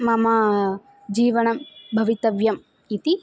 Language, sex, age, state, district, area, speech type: Sanskrit, female, 18-30, Tamil Nadu, Thanjavur, rural, spontaneous